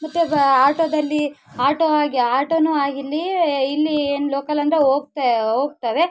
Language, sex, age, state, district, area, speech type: Kannada, female, 18-30, Karnataka, Vijayanagara, rural, spontaneous